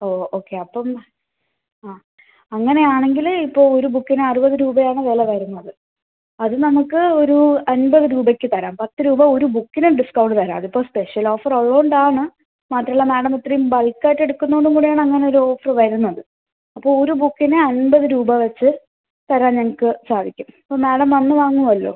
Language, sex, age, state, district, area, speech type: Malayalam, female, 18-30, Kerala, Thiruvananthapuram, urban, conversation